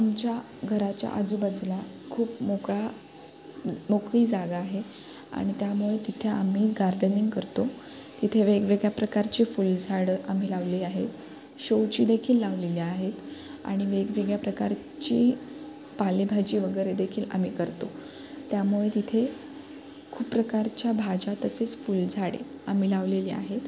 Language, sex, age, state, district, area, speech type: Marathi, female, 18-30, Maharashtra, Ratnagiri, rural, spontaneous